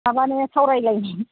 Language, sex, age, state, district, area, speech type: Bodo, female, 60+, Assam, Kokrajhar, rural, conversation